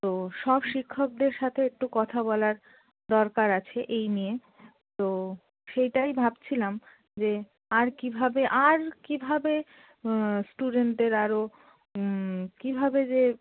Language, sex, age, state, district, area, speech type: Bengali, female, 18-30, West Bengal, Darjeeling, rural, conversation